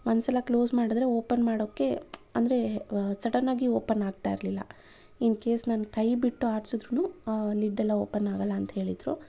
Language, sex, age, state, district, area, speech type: Kannada, female, 30-45, Karnataka, Bangalore Urban, urban, spontaneous